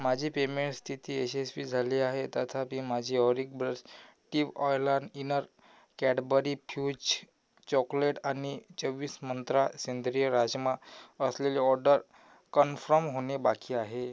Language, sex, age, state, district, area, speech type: Marathi, male, 18-30, Maharashtra, Amravati, urban, read